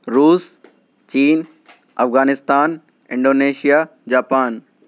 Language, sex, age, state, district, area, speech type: Urdu, male, 18-30, Uttar Pradesh, Shahjahanpur, rural, spontaneous